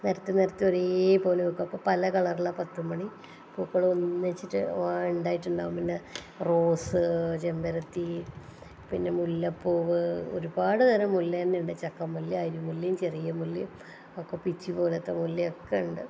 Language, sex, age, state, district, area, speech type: Malayalam, female, 30-45, Kerala, Kannur, rural, spontaneous